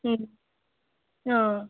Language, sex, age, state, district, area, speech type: Telugu, female, 18-30, Telangana, Nizamabad, rural, conversation